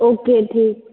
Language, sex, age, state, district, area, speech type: Hindi, female, 30-45, Rajasthan, Jodhpur, urban, conversation